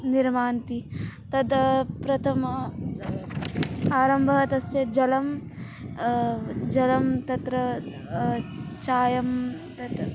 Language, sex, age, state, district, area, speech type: Sanskrit, female, 18-30, Maharashtra, Nagpur, urban, spontaneous